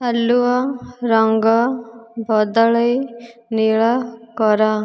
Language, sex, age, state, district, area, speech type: Odia, female, 18-30, Odisha, Dhenkanal, rural, read